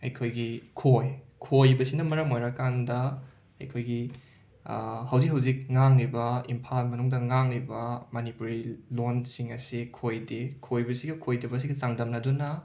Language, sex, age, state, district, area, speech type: Manipuri, male, 18-30, Manipur, Imphal West, rural, spontaneous